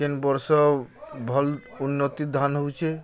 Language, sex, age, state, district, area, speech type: Odia, male, 45-60, Odisha, Bargarh, rural, spontaneous